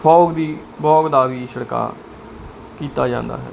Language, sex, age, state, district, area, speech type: Punjabi, male, 45-60, Punjab, Barnala, rural, spontaneous